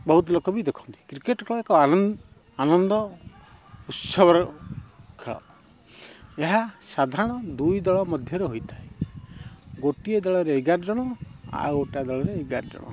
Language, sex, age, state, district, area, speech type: Odia, male, 30-45, Odisha, Kendrapara, urban, spontaneous